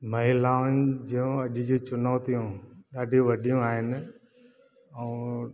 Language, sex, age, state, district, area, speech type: Sindhi, male, 45-60, Gujarat, Junagadh, urban, spontaneous